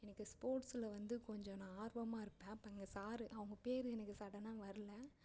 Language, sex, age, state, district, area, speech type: Tamil, female, 18-30, Tamil Nadu, Ariyalur, rural, spontaneous